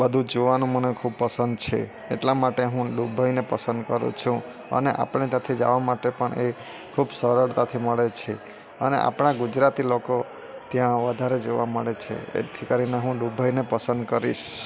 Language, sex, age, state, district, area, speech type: Gujarati, male, 30-45, Gujarat, Surat, urban, spontaneous